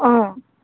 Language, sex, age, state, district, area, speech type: Nepali, female, 18-30, West Bengal, Darjeeling, rural, conversation